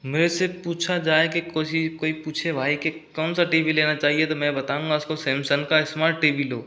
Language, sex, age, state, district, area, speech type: Hindi, male, 45-60, Rajasthan, Karauli, rural, spontaneous